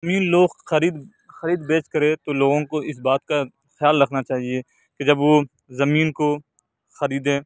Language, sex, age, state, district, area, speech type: Urdu, male, 45-60, Uttar Pradesh, Aligarh, urban, spontaneous